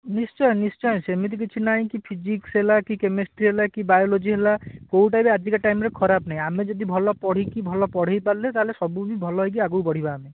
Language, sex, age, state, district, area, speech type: Odia, male, 18-30, Odisha, Bhadrak, rural, conversation